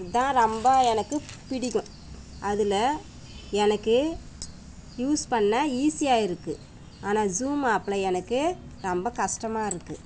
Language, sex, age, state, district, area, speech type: Tamil, female, 30-45, Tamil Nadu, Tiruvannamalai, rural, spontaneous